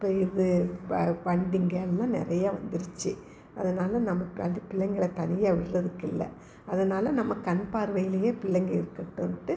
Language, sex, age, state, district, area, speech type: Tamil, female, 60+, Tamil Nadu, Salem, rural, spontaneous